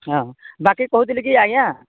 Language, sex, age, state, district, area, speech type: Odia, male, 45-60, Odisha, Nuapada, urban, conversation